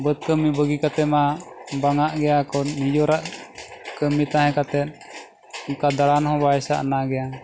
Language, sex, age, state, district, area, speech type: Santali, male, 45-60, Odisha, Mayurbhanj, rural, spontaneous